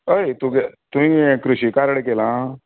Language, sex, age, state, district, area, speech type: Goan Konkani, male, 60+, Goa, Canacona, rural, conversation